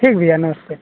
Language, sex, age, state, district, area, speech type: Hindi, male, 18-30, Uttar Pradesh, Azamgarh, rural, conversation